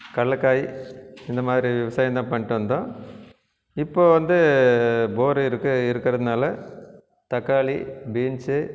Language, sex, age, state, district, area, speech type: Tamil, male, 45-60, Tamil Nadu, Krishnagiri, rural, spontaneous